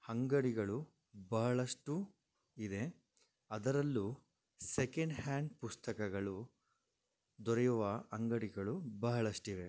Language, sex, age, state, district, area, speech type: Kannada, male, 30-45, Karnataka, Shimoga, rural, spontaneous